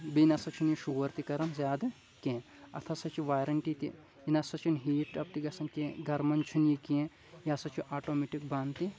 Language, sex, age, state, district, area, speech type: Kashmiri, male, 30-45, Jammu and Kashmir, Kulgam, rural, spontaneous